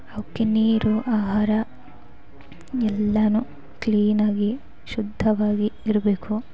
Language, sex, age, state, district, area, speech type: Kannada, female, 18-30, Karnataka, Gadag, rural, spontaneous